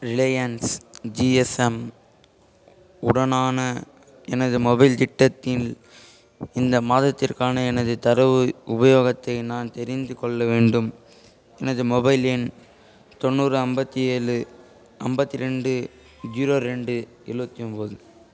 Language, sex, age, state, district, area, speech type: Tamil, male, 18-30, Tamil Nadu, Ranipet, rural, read